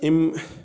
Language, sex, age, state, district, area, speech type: Kashmiri, male, 30-45, Jammu and Kashmir, Bandipora, rural, spontaneous